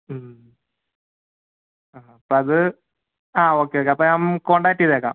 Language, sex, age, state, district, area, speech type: Malayalam, male, 18-30, Kerala, Idukki, rural, conversation